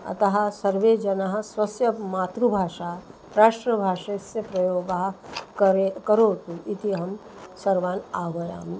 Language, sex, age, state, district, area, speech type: Sanskrit, female, 60+, Maharashtra, Nagpur, urban, spontaneous